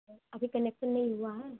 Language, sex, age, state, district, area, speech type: Hindi, female, 30-45, Uttar Pradesh, Ayodhya, rural, conversation